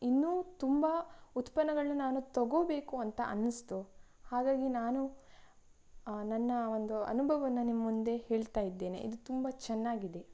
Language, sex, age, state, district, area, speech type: Kannada, female, 18-30, Karnataka, Tumkur, rural, spontaneous